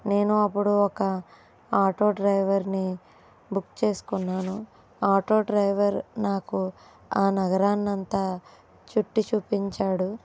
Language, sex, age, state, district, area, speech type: Telugu, female, 60+, Andhra Pradesh, East Godavari, rural, spontaneous